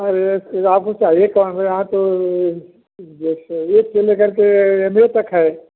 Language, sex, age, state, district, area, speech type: Hindi, male, 60+, Uttar Pradesh, Azamgarh, rural, conversation